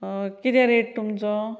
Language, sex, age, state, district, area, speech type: Goan Konkani, female, 45-60, Goa, Ponda, rural, spontaneous